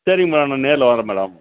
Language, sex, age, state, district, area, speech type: Tamil, male, 30-45, Tamil Nadu, Kallakurichi, rural, conversation